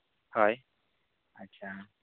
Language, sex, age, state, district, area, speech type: Santali, male, 18-30, Jharkhand, East Singhbhum, rural, conversation